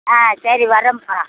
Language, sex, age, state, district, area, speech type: Tamil, female, 60+, Tamil Nadu, Madurai, rural, conversation